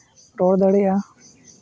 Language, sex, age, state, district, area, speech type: Santali, male, 18-30, West Bengal, Uttar Dinajpur, rural, spontaneous